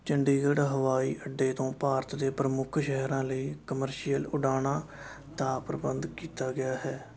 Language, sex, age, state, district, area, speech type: Punjabi, male, 18-30, Punjab, Shaheed Bhagat Singh Nagar, rural, read